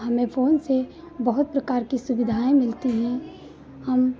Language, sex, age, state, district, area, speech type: Hindi, female, 30-45, Uttar Pradesh, Lucknow, rural, spontaneous